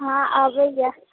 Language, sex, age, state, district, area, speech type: Maithili, female, 18-30, Bihar, Sitamarhi, rural, conversation